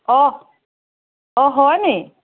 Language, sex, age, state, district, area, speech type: Assamese, female, 30-45, Assam, Lakhimpur, rural, conversation